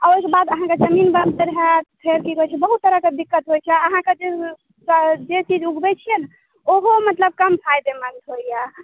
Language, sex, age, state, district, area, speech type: Maithili, female, 18-30, Bihar, Madhubani, rural, conversation